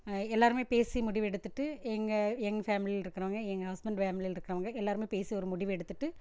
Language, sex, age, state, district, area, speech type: Tamil, female, 45-60, Tamil Nadu, Erode, rural, spontaneous